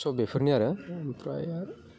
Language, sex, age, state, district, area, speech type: Bodo, male, 18-30, Assam, Baksa, urban, spontaneous